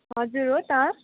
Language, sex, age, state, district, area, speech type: Nepali, female, 18-30, West Bengal, Kalimpong, rural, conversation